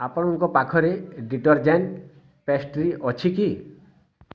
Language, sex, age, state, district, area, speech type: Odia, male, 60+, Odisha, Bargarh, rural, read